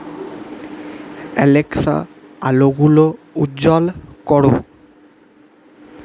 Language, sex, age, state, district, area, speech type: Bengali, male, 18-30, West Bengal, Purba Bardhaman, urban, read